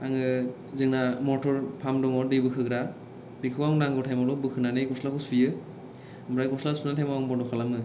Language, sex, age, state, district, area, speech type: Bodo, male, 18-30, Assam, Kokrajhar, rural, spontaneous